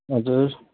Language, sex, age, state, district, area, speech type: Nepali, male, 30-45, West Bengal, Darjeeling, rural, conversation